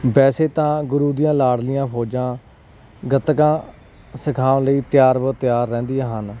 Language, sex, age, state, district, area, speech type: Punjabi, male, 30-45, Punjab, Kapurthala, urban, spontaneous